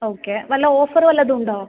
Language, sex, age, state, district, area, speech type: Malayalam, female, 18-30, Kerala, Palakkad, rural, conversation